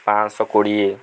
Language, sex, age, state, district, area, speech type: Odia, male, 18-30, Odisha, Kendujhar, urban, spontaneous